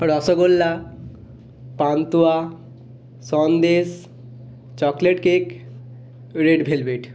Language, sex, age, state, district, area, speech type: Bengali, male, 18-30, West Bengal, North 24 Parganas, urban, spontaneous